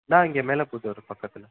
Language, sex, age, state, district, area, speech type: Tamil, male, 18-30, Tamil Nadu, Tiruchirappalli, rural, conversation